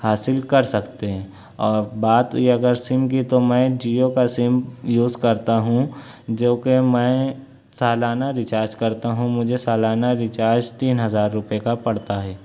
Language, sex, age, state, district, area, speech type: Urdu, male, 30-45, Maharashtra, Nashik, urban, spontaneous